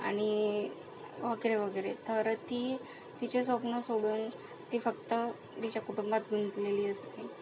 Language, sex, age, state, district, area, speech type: Marathi, female, 45-60, Maharashtra, Akola, rural, spontaneous